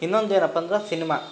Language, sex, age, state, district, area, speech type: Kannada, male, 18-30, Karnataka, Koppal, rural, spontaneous